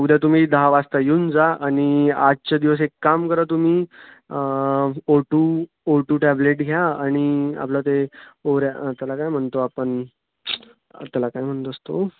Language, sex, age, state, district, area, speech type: Marathi, male, 18-30, Maharashtra, Wardha, rural, conversation